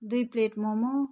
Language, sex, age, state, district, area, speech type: Nepali, female, 45-60, West Bengal, Darjeeling, rural, spontaneous